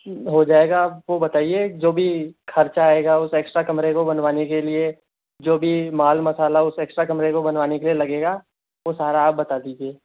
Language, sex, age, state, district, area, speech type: Hindi, male, 30-45, Rajasthan, Jaipur, urban, conversation